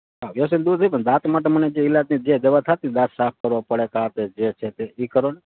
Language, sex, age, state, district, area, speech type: Gujarati, male, 30-45, Gujarat, Morbi, rural, conversation